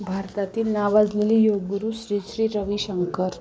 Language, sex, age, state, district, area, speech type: Marathi, female, 45-60, Maharashtra, Osmanabad, rural, spontaneous